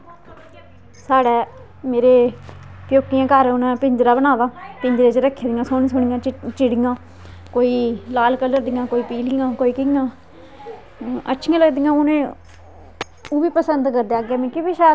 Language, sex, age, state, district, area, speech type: Dogri, female, 30-45, Jammu and Kashmir, Kathua, rural, spontaneous